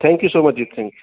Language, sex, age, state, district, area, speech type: Punjabi, male, 45-60, Punjab, Bathinda, urban, conversation